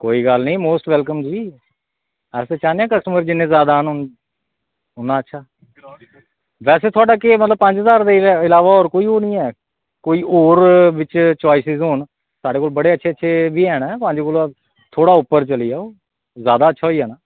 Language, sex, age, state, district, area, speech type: Dogri, male, 45-60, Jammu and Kashmir, Kathua, urban, conversation